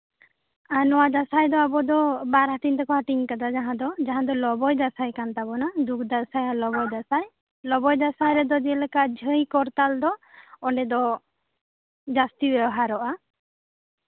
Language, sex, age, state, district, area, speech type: Santali, female, 18-30, West Bengal, Bankura, rural, conversation